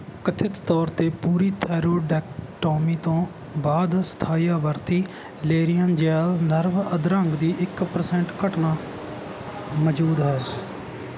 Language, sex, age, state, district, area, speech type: Punjabi, male, 30-45, Punjab, Barnala, rural, read